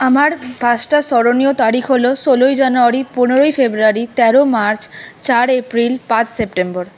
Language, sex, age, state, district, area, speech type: Bengali, female, 30-45, West Bengal, Paschim Bardhaman, urban, spontaneous